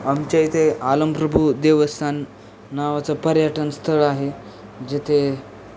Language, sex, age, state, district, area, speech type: Marathi, male, 18-30, Maharashtra, Osmanabad, rural, spontaneous